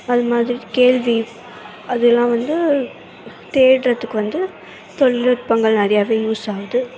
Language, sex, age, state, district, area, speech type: Tamil, female, 18-30, Tamil Nadu, Tirunelveli, rural, spontaneous